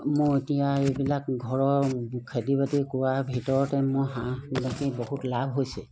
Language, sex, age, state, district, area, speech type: Assamese, female, 60+, Assam, Charaideo, rural, spontaneous